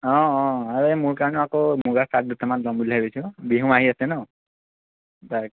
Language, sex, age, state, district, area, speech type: Assamese, male, 30-45, Assam, Sonitpur, rural, conversation